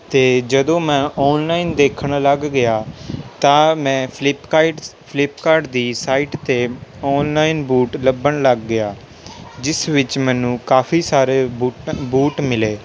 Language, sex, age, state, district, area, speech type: Punjabi, male, 18-30, Punjab, Rupnagar, urban, spontaneous